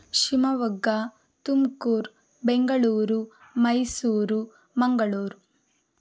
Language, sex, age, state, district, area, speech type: Kannada, female, 18-30, Karnataka, Shimoga, rural, spontaneous